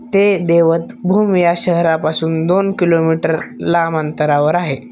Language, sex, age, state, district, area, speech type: Marathi, male, 18-30, Maharashtra, Osmanabad, rural, spontaneous